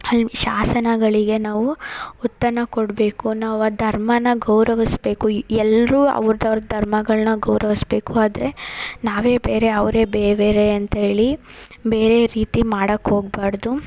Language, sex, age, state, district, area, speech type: Kannada, female, 30-45, Karnataka, Hassan, urban, spontaneous